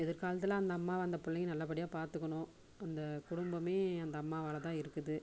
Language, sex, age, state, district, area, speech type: Tamil, female, 30-45, Tamil Nadu, Dharmapuri, rural, spontaneous